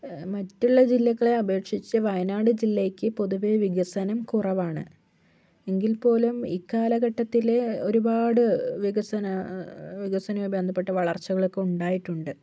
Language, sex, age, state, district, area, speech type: Malayalam, female, 45-60, Kerala, Wayanad, rural, spontaneous